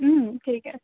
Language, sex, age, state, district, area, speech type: Assamese, female, 18-30, Assam, Kamrup Metropolitan, urban, conversation